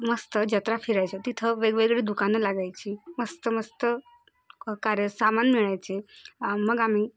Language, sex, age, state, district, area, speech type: Marathi, female, 18-30, Maharashtra, Bhandara, rural, spontaneous